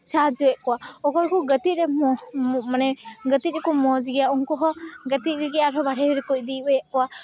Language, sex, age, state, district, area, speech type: Santali, female, 18-30, West Bengal, Malda, rural, spontaneous